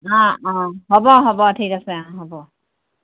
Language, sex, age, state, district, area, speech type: Assamese, female, 45-60, Assam, Jorhat, urban, conversation